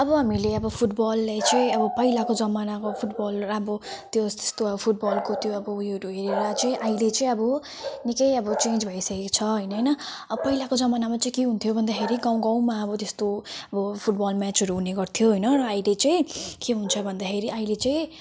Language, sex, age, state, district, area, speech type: Nepali, female, 18-30, West Bengal, Jalpaiguri, urban, spontaneous